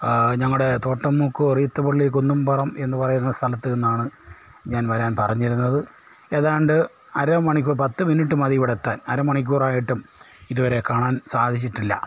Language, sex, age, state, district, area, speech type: Malayalam, male, 60+, Kerala, Kollam, rural, spontaneous